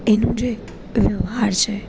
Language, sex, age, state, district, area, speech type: Gujarati, female, 18-30, Gujarat, Junagadh, urban, spontaneous